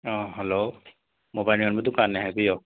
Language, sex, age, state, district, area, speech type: Manipuri, male, 18-30, Manipur, Churachandpur, rural, conversation